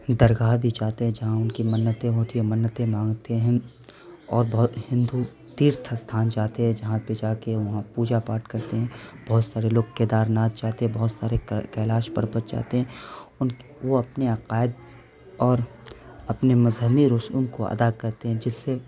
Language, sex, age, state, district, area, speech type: Urdu, male, 18-30, Bihar, Saharsa, rural, spontaneous